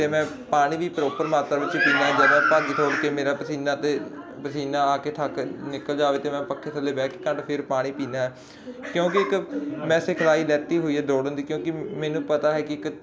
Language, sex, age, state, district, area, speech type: Punjabi, male, 45-60, Punjab, Barnala, rural, spontaneous